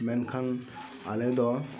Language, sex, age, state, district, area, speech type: Santali, male, 30-45, West Bengal, Birbhum, rural, spontaneous